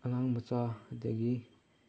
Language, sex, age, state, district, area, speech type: Manipuri, male, 18-30, Manipur, Chandel, rural, spontaneous